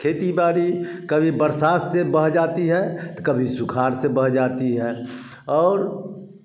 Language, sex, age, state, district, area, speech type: Hindi, male, 60+, Bihar, Samastipur, rural, spontaneous